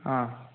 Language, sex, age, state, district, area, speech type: Marathi, male, 18-30, Maharashtra, Amravati, rural, conversation